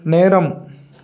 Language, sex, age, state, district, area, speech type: Tamil, male, 30-45, Tamil Nadu, Tiruppur, urban, read